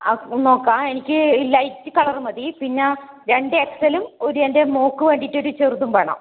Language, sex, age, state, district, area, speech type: Malayalam, female, 30-45, Kerala, Kannur, rural, conversation